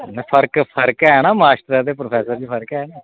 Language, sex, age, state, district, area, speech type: Dogri, male, 45-60, Jammu and Kashmir, Kathua, urban, conversation